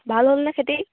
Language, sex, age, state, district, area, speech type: Assamese, female, 18-30, Assam, Dibrugarh, rural, conversation